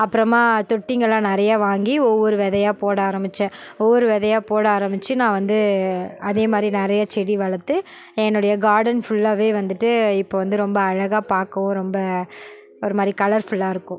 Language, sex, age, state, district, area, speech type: Tamil, female, 30-45, Tamil Nadu, Perambalur, rural, spontaneous